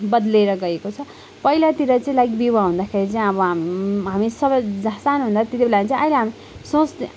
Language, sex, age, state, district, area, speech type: Nepali, female, 30-45, West Bengal, Kalimpong, rural, spontaneous